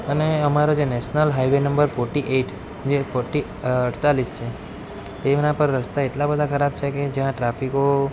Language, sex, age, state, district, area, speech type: Gujarati, male, 18-30, Gujarat, Valsad, rural, spontaneous